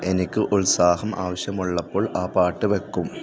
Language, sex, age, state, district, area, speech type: Malayalam, male, 18-30, Kerala, Thrissur, rural, read